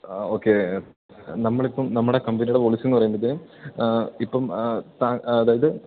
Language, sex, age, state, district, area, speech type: Malayalam, male, 18-30, Kerala, Idukki, rural, conversation